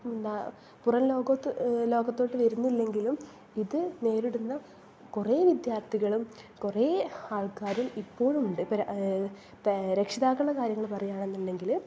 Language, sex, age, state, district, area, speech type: Malayalam, female, 18-30, Kerala, Thrissur, urban, spontaneous